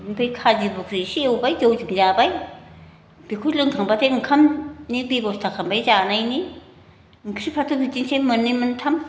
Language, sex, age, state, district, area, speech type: Bodo, female, 60+, Assam, Chirang, urban, spontaneous